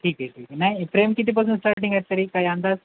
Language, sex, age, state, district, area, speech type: Marathi, male, 45-60, Maharashtra, Nanded, rural, conversation